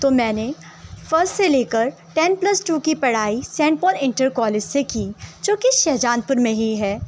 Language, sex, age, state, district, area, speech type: Urdu, female, 18-30, Uttar Pradesh, Shahjahanpur, rural, spontaneous